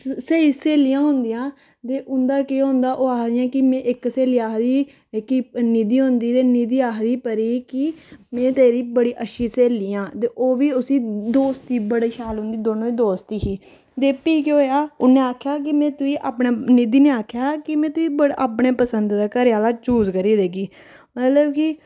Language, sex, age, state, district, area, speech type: Dogri, female, 18-30, Jammu and Kashmir, Reasi, rural, spontaneous